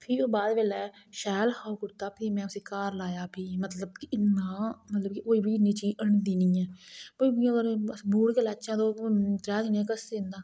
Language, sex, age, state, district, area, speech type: Dogri, female, 45-60, Jammu and Kashmir, Reasi, rural, spontaneous